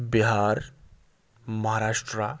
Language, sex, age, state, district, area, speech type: Urdu, male, 18-30, Jammu and Kashmir, Srinagar, rural, spontaneous